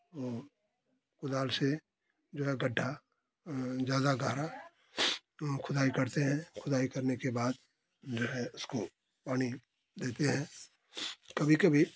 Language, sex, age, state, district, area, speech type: Hindi, male, 60+, Uttar Pradesh, Ghazipur, rural, spontaneous